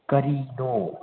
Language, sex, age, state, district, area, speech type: Manipuri, male, 45-60, Manipur, Imphal West, urban, conversation